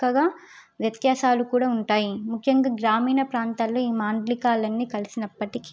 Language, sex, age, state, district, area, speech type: Telugu, female, 18-30, Telangana, Suryapet, urban, spontaneous